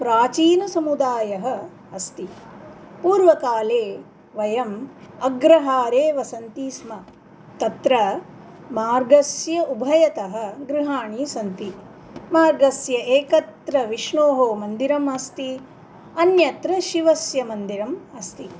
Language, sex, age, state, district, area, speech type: Sanskrit, female, 45-60, Andhra Pradesh, Nellore, urban, spontaneous